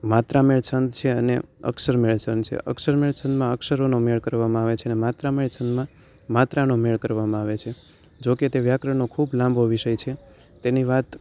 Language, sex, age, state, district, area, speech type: Gujarati, male, 18-30, Gujarat, Rajkot, rural, spontaneous